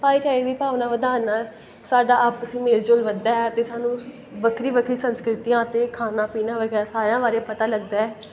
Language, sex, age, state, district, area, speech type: Punjabi, female, 18-30, Punjab, Pathankot, rural, spontaneous